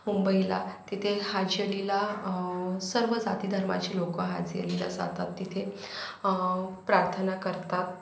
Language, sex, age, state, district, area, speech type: Marathi, female, 30-45, Maharashtra, Yavatmal, urban, spontaneous